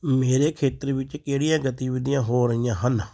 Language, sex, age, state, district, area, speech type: Punjabi, male, 30-45, Punjab, Fatehgarh Sahib, rural, read